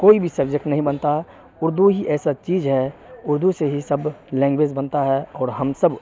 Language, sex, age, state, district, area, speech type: Urdu, male, 18-30, Bihar, Supaul, rural, spontaneous